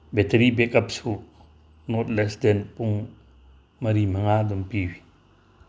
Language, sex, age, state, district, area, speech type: Manipuri, male, 60+, Manipur, Tengnoupal, rural, spontaneous